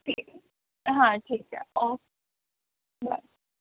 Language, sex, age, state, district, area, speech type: Punjabi, female, 18-30, Punjab, Gurdaspur, rural, conversation